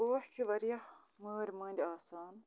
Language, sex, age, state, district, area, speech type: Kashmiri, female, 45-60, Jammu and Kashmir, Budgam, rural, spontaneous